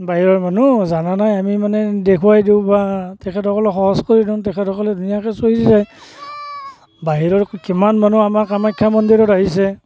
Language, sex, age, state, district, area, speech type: Assamese, male, 45-60, Assam, Barpeta, rural, spontaneous